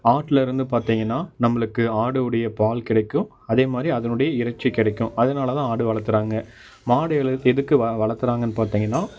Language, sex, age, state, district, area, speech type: Tamil, male, 18-30, Tamil Nadu, Dharmapuri, rural, spontaneous